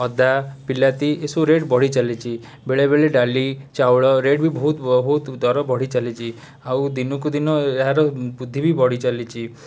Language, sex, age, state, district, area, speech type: Odia, male, 18-30, Odisha, Cuttack, urban, spontaneous